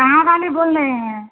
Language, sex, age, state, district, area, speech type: Hindi, female, 18-30, Bihar, Samastipur, rural, conversation